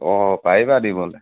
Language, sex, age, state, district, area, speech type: Assamese, male, 18-30, Assam, Dhemaji, rural, conversation